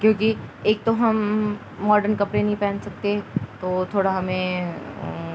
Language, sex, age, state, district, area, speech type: Urdu, female, 30-45, Uttar Pradesh, Muzaffarnagar, urban, spontaneous